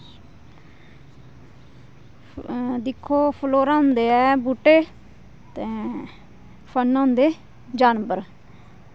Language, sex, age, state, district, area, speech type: Dogri, female, 30-45, Jammu and Kashmir, Kathua, rural, spontaneous